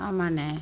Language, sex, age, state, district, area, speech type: Tamil, female, 45-60, Tamil Nadu, Tiruchirappalli, rural, spontaneous